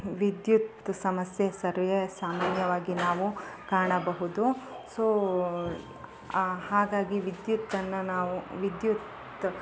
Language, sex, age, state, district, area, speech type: Kannada, female, 30-45, Karnataka, Chikkamagaluru, rural, spontaneous